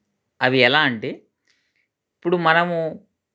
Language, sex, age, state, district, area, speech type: Telugu, male, 30-45, Andhra Pradesh, Krishna, urban, spontaneous